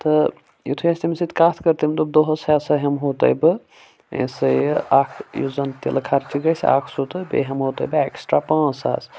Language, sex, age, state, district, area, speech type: Kashmiri, male, 30-45, Jammu and Kashmir, Anantnag, rural, spontaneous